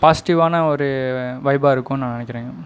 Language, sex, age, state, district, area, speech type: Tamil, male, 18-30, Tamil Nadu, Coimbatore, rural, spontaneous